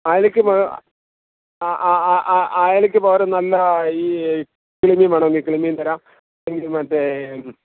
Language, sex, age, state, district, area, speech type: Malayalam, male, 45-60, Kerala, Kottayam, rural, conversation